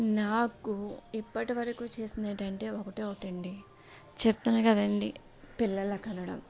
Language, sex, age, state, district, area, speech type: Telugu, female, 30-45, Andhra Pradesh, Anakapalli, urban, spontaneous